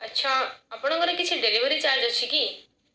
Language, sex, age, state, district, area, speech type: Odia, female, 18-30, Odisha, Cuttack, urban, spontaneous